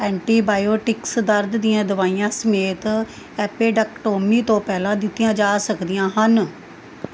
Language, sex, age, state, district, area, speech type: Punjabi, female, 45-60, Punjab, Mohali, urban, read